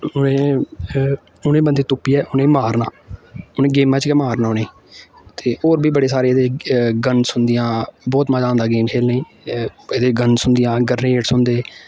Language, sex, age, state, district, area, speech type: Dogri, male, 18-30, Jammu and Kashmir, Samba, urban, spontaneous